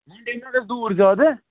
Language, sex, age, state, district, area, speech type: Kashmiri, male, 18-30, Jammu and Kashmir, Budgam, rural, conversation